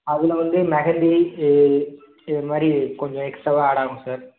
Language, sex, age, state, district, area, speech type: Tamil, male, 18-30, Tamil Nadu, Perambalur, rural, conversation